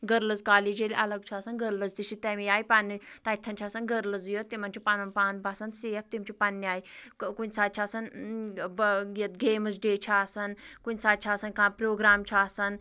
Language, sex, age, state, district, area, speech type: Kashmiri, female, 18-30, Jammu and Kashmir, Anantnag, rural, spontaneous